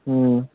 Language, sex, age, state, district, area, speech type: Bengali, male, 18-30, West Bengal, Darjeeling, urban, conversation